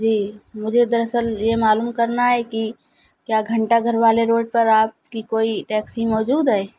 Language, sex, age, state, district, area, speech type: Urdu, female, 30-45, Uttar Pradesh, Shahjahanpur, urban, spontaneous